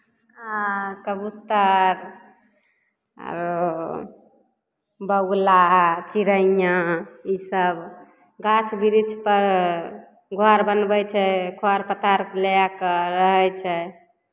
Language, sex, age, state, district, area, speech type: Maithili, female, 30-45, Bihar, Begusarai, rural, spontaneous